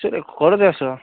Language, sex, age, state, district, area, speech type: Assamese, male, 18-30, Assam, Biswanath, rural, conversation